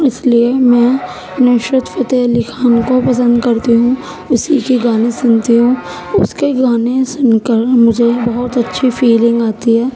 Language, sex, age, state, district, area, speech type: Urdu, female, 18-30, Uttar Pradesh, Gautam Buddha Nagar, rural, spontaneous